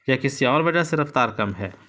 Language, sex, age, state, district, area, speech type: Urdu, male, 30-45, Bihar, Gaya, urban, spontaneous